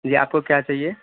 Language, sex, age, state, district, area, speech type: Urdu, male, 18-30, Delhi, North West Delhi, urban, conversation